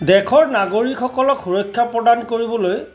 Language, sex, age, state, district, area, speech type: Assamese, male, 45-60, Assam, Charaideo, urban, spontaneous